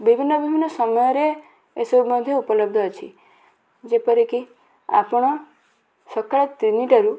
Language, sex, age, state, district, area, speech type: Odia, female, 18-30, Odisha, Bhadrak, rural, spontaneous